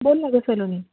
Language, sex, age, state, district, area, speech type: Marathi, female, 18-30, Maharashtra, Mumbai City, urban, conversation